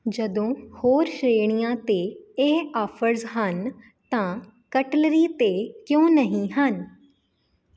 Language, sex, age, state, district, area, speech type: Punjabi, female, 18-30, Punjab, Jalandhar, urban, read